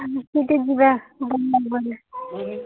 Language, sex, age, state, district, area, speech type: Odia, female, 18-30, Odisha, Nabarangpur, urban, conversation